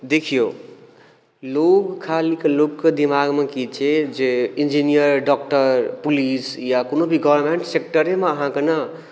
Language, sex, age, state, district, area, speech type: Maithili, male, 18-30, Bihar, Darbhanga, rural, spontaneous